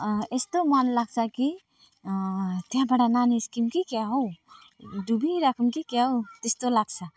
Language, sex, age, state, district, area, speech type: Nepali, female, 45-60, West Bengal, Alipurduar, rural, spontaneous